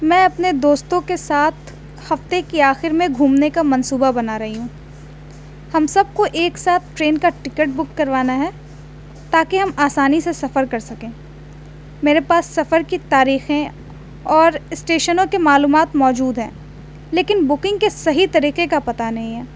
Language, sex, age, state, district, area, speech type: Urdu, female, 18-30, Delhi, North East Delhi, urban, spontaneous